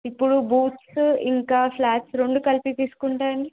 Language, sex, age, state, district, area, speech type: Telugu, female, 18-30, Telangana, Nirmal, urban, conversation